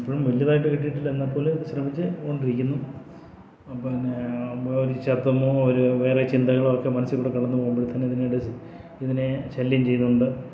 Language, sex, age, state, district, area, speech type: Malayalam, male, 60+, Kerala, Kollam, rural, spontaneous